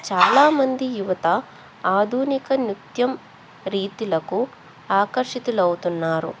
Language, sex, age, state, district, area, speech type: Telugu, female, 18-30, Telangana, Ranga Reddy, urban, spontaneous